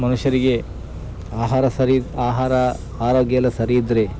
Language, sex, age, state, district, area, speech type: Kannada, male, 30-45, Karnataka, Dakshina Kannada, rural, spontaneous